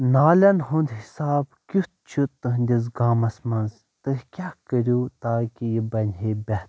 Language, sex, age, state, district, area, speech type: Kashmiri, male, 18-30, Jammu and Kashmir, Baramulla, rural, spontaneous